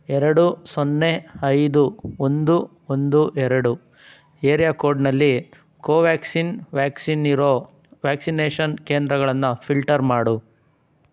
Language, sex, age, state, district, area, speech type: Kannada, male, 18-30, Karnataka, Tumkur, urban, read